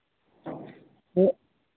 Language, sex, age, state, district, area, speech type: Manipuri, male, 45-60, Manipur, Imphal East, rural, conversation